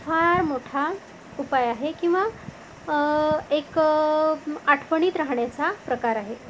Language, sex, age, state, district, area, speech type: Marathi, female, 45-60, Maharashtra, Amravati, urban, spontaneous